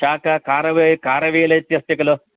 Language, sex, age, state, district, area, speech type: Sanskrit, male, 60+, Karnataka, Shimoga, urban, conversation